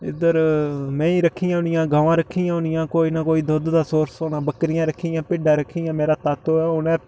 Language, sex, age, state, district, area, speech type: Dogri, male, 30-45, Jammu and Kashmir, Udhampur, rural, spontaneous